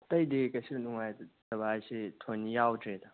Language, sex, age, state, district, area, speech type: Manipuri, male, 30-45, Manipur, Imphal West, rural, conversation